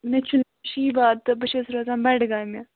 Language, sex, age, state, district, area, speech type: Kashmiri, female, 18-30, Jammu and Kashmir, Budgam, rural, conversation